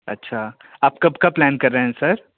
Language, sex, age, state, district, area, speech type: Hindi, male, 18-30, Madhya Pradesh, Bhopal, urban, conversation